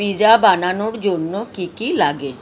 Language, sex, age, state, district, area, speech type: Bengali, female, 60+, West Bengal, Kolkata, urban, read